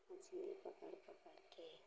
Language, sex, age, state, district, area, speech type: Hindi, female, 60+, Uttar Pradesh, Hardoi, rural, spontaneous